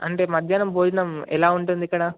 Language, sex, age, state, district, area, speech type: Telugu, male, 18-30, Telangana, Mahabubabad, urban, conversation